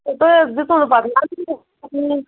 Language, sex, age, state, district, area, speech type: Kashmiri, female, 30-45, Jammu and Kashmir, Bandipora, rural, conversation